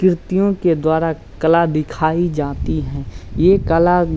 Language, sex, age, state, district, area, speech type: Hindi, male, 18-30, Bihar, Samastipur, rural, spontaneous